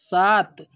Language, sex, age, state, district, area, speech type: Hindi, male, 45-60, Uttar Pradesh, Mau, urban, read